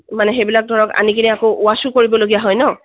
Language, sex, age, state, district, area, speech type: Assamese, female, 45-60, Assam, Tinsukia, rural, conversation